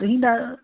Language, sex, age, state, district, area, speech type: Punjabi, female, 30-45, Punjab, Tarn Taran, urban, conversation